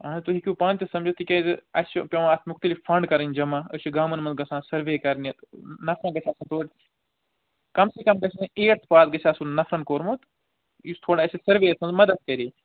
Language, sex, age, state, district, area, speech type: Kashmiri, male, 45-60, Jammu and Kashmir, Budgam, urban, conversation